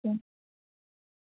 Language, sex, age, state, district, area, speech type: Gujarati, female, 18-30, Gujarat, Junagadh, urban, conversation